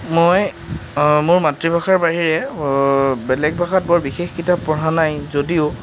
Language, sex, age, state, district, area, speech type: Assamese, male, 60+, Assam, Darrang, rural, spontaneous